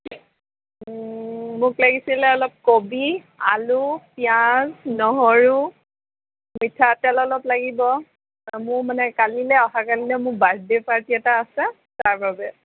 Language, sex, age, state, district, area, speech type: Assamese, female, 30-45, Assam, Lakhimpur, rural, conversation